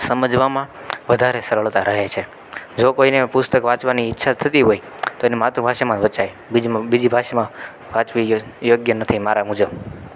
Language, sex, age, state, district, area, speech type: Gujarati, male, 30-45, Gujarat, Rajkot, rural, spontaneous